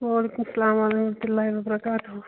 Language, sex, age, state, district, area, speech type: Kashmiri, female, 30-45, Jammu and Kashmir, Ganderbal, rural, conversation